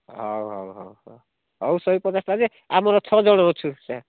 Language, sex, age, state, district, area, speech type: Odia, male, 45-60, Odisha, Rayagada, rural, conversation